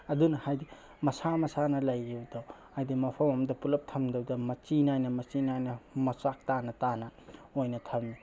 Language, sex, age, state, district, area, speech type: Manipuri, male, 18-30, Manipur, Tengnoupal, urban, spontaneous